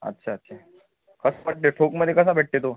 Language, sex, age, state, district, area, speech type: Marathi, male, 30-45, Maharashtra, Washim, rural, conversation